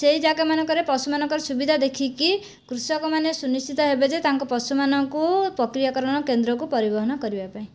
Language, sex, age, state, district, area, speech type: Odia, female, 18-30, Odisha, Jajpur, rural, spontaneous